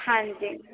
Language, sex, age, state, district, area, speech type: Punjabi, female, 18-30, Punjab, Faridkot, urban, conversation